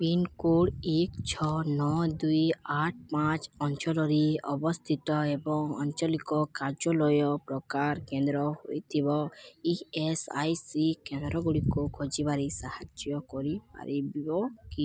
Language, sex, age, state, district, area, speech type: Odia, female, 18-30, Odisha, Balangir, urban, read